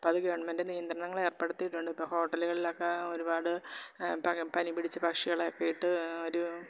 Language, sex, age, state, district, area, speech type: Malayalam, female, 45-60, Kerala, Alappuzha, rural, spontaneous